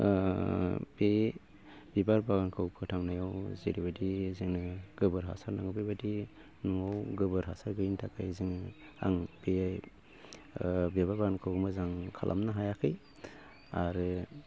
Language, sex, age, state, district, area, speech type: Bodo, male, 45-60, Assam, Baksa, urban, spontaneous